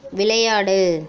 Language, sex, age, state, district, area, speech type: Tamil, female, 30-45, Tamil Nadu, Ariyalur, rural, read